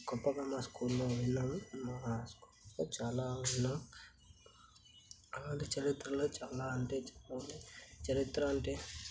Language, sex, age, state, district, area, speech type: Telugu, male, 30-45, Andhra Pradesh, Kadapa, rural, spontaneous